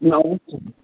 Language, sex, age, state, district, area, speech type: Bengali, male, 18-30, West Bengal, Jalpaiguri, rural, conversation